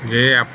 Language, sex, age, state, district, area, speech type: Odia, male, 60+, Odisha, Sundergarh, urban, spontaneous